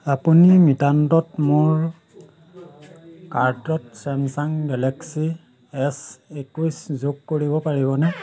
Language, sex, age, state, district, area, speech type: Assamese, male, 45-60, Assam, Majuli, urban, read